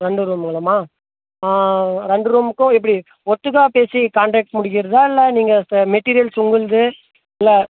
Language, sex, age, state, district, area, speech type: Tamil, male, 30-45, Tamil Nadu, Dharmapuri, rural, conversation